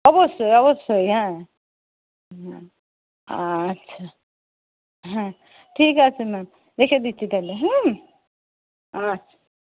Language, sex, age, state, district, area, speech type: Bengali, female, 60+, West Bengal, Paschim Medinipur, rural, conversation